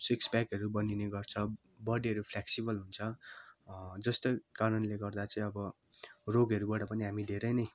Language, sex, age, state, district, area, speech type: Nepali, male, 18-30, West Bengal, Darjeeling, rural, spontaneous